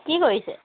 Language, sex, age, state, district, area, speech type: Assamese, female, 30-45, Assam, Charaideo, rural, conversation